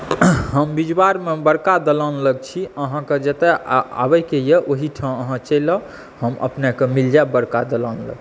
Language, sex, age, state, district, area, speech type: Maithili, male, 60+, Bihar, Saharsa, urban, spontaneous